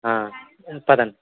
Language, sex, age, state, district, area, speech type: Telugu, male, 18-30, Andhra Pradesh, Konaseema, rural, conversation